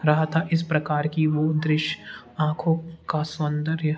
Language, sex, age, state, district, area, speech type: Hindi, male, 18-30, Madhya Pradesh, Jabalpur, urban, spontaneous